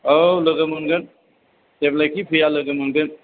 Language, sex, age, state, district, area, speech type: Bodo, male, 45-60, Assam, Chirang, rural, conversation